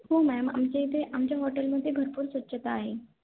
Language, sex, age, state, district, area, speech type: Marathi, female, 18-30, Maharashtra, Ahmednagar, rural, conversation